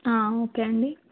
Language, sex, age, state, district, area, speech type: Telugu, female, 18-30, Telangana, Jayashankar, urban, conversation